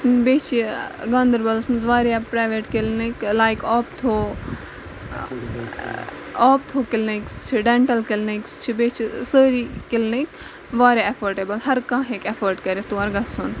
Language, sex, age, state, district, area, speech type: Kashmiri, female, 18-30, Jammu and Kashmir, Ganderbal, rural, spontaneous